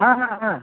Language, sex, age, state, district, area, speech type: Bengali, male, 30-45, West Bengal, Howrah, urban, conversation